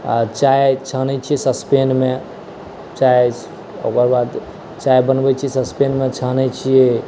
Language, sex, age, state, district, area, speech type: Maithili, male, 18-30, Bihar, Saharsa, rural, spontaneous